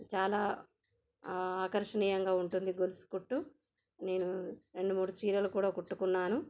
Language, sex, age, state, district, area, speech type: Telugu, female, 30-45, Telangana, Jagtial, rural, spontaneous